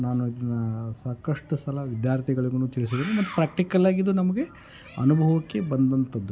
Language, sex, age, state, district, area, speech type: Kannada, male, 30-45, Karnataka, Koppal, rural, spontaneous